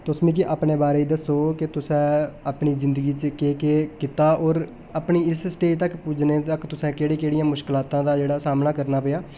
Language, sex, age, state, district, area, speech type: Dogri, male, 18-30, Jammu and Kashmir, Reasi, urban, spontaneous